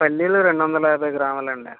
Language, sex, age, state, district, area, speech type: Telugu, male, 18-30, Andhra Pradesh, Kakinada, rural, conversation